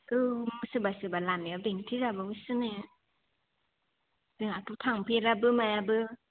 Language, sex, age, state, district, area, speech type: Bodo, female, 18-30, Assam, Kokrajhar, rural, conversation